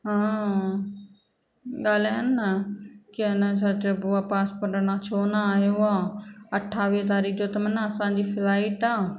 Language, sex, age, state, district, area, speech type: Sindhi, female, 18-30, Rajasthan, Ajmer, urban, spontaneous